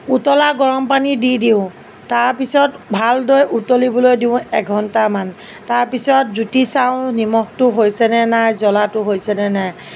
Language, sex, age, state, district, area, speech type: Assamese, female, 30-45, Assam, Nagaon, rural, spontaneous